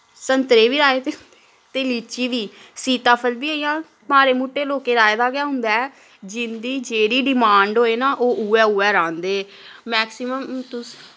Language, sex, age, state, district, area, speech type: Dogri, female, 18-30, Jammu and Kashmir, Samba, rural, spontaneous